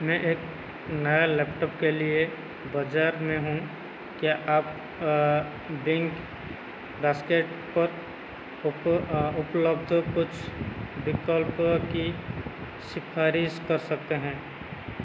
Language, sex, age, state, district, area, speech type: Hindi, male, 45-60, Madhya Pradesh, Seoni, rural, read